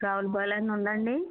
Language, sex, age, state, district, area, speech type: Telugu, female, 60+, Andhra Pradesh, West Godavari, rural, conversation